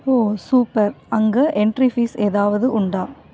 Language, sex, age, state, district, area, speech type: Tamil, female, 30-45, Tamil Nadu, Kanchipuram, urban, read